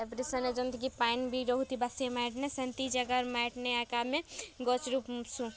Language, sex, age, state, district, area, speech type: Odia, female, 18-30, Odisha, Kalahandi, rural, spontaneous